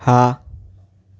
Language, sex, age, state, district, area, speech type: Gujarati, male, 18-30, Gujarat, Anand, urban, read